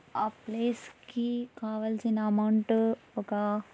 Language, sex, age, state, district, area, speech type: Telugu, female, 18-30, Andhra Pradesh, Anantapur, urban, spontaneous